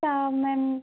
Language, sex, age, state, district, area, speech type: Bengali, female, 18-30, West Bengal, Birbhum, urban, conversation